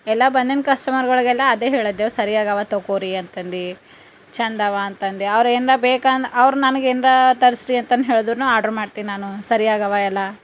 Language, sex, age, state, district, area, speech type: Kannada, female, 30-45, Karnataka, Bidar, rural, spontaneous